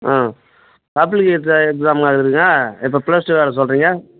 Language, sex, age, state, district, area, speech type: Tamil, male, 45-60, Tamil Nadu, Tiruvannamalai, rural, conversation